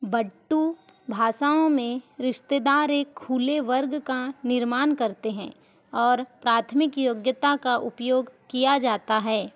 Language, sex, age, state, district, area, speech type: Hindi, female, 30-45, Madhya Pradesh, Balaghat, rural, read